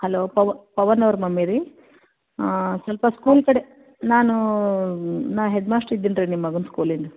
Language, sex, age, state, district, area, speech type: Kannada, female, 45-60, Karnataka, Gulbarga, urban, conversation